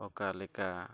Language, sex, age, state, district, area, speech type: Santali, male, 30-45, Jharkhand, East Singhbhum, rural, spontaneous